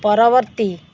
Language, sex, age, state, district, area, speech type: Odia, female, 45-60, Odisha, Puri, urban, read